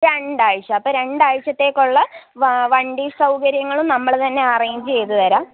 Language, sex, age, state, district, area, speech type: Malayalam, female, 18-30, Kerala, Pathanamthitta, rural, conversation